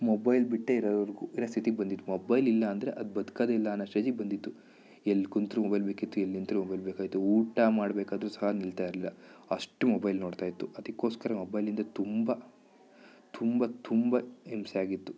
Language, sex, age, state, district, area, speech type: Kannada, male, 30-45, Karnataka, Bidar, rural, spontaneous